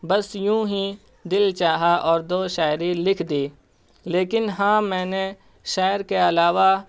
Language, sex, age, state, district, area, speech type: Urdu, male, 18-30, Bihar, Purnia, rural, spontaneous